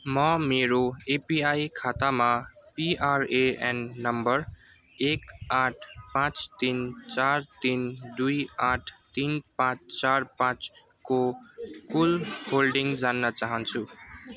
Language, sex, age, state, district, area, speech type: Nepali, male, 18-30, West Bengal, Kalimpong, rural, read